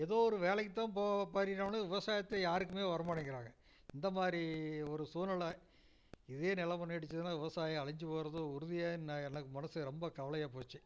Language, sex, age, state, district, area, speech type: Tamil, male, 60+, Tamil Nadu, Namakkal, rural, spontaneous